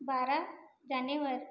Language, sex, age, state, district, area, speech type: Marathi, female, 30-45, Maharashtra, Nagpur, urban, spontaneous